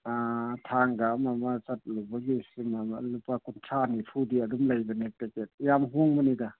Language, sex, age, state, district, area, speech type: Manipuri, male, 45-60, Manipur, Churachandpur, rural, conversation